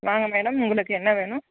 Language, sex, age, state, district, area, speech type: Tamil, female, 30-45, Tamil Nadu, Dharmapuri, rural, conversation